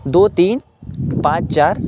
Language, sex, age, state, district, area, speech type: Urdu, male, 18-30, Uttar Pradesh, Saharanpur, urban, spontaneous